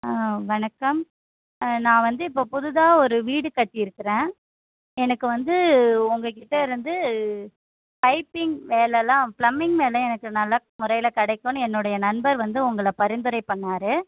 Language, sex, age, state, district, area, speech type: Tamil, female, 30-45, Tamil Nadu, Kanchipuram, urban, conversation